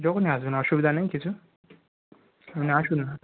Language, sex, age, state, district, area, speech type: Bengali, male, 18-30, West Bengal, North 24 Parganas, urban, conversation